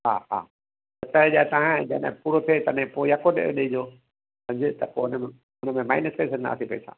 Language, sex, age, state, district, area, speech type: Sindhi, male, 60+, Gujarat, Kutch, urban, conversation